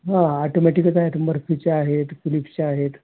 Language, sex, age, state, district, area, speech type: Marathi, male, 60+, Maharashtra, Osmanabad, rural, conversation